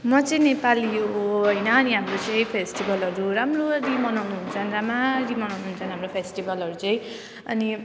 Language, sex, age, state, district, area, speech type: Nepali, female, 18-30, West Bengal, Jalpaiguri, rural, spontaneous